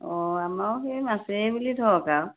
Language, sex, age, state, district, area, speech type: Assamese, female, 45-60, Assam, Majuli, rural, conversation